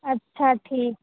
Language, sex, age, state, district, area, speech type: Urdu, female, 30-45, Uttar Pradesh, Aligarh, rural, conversation